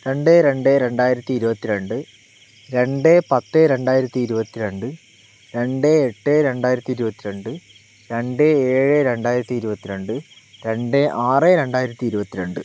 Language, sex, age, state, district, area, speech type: Malayalam, male, 18-30, Kerala, Palakkad, rural, spontaneous